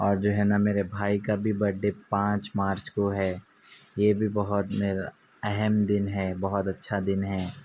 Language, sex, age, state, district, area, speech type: Urdu, male, 18-30, Telangana, Hyderabad, urban, spontaneous